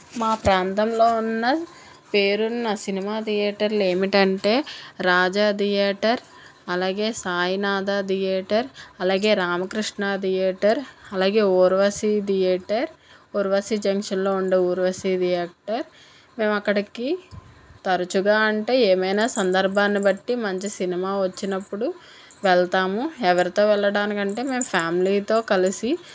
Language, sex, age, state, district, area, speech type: Telugu, female, 18-30, Telangana, Mancherial, rural, spontaneous